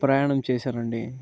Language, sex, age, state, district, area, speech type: Telugu, male, 18-30, Andhra Pradesh, Bapatla, urban, spontaneous